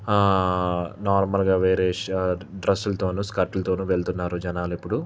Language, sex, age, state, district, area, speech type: Telugu, male, 30-45, Andhra Pradesh, Krishna, urban, spontaneous